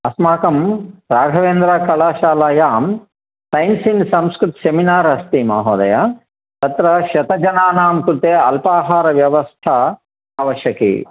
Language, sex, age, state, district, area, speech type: Sanskrit, male, 60+, Telangana, Nalgonda, urban, conversation